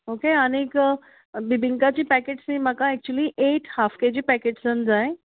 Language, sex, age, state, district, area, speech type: Goan Konkani, female, 30-45, Goa, Canacona, urban, conversation